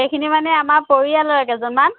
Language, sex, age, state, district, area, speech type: Assamese, female, 18-30, Assam, Dhemaji, urban, conversation